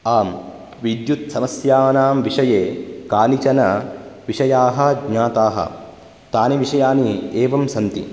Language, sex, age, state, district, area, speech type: Sanskrit, male, 18-30, Karnataka, Uttara Kannada, urban, spontaneous